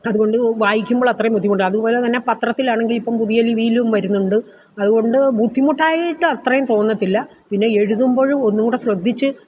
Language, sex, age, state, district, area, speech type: Malayalam, female, 60+, Kerala, Alappuzha, rural, spontaneous